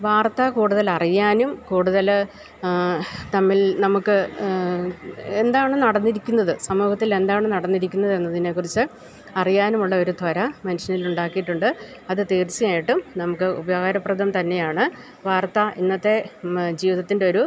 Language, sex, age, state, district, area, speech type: Malayalam, female, 60+, Kerala, Idukki, rural, spontaneous